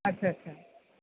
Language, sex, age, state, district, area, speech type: Assamese, female, 45-60, Assam, Darrang, rural, conversation